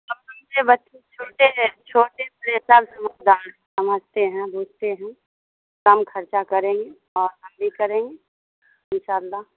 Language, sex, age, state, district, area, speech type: Urdu, female, 60+, Bihar, Khagaria, rural, conversation